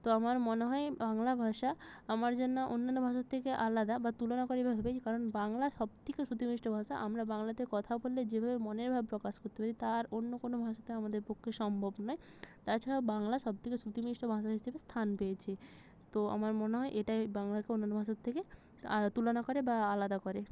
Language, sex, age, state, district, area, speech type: Bengali, female, 30-45, West Bengal, Jalpaiguri, rural, spontaneous